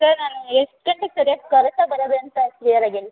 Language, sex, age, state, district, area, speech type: Kannada, female, 18-30, Karnataka, Chamarajanagar, rural, conversation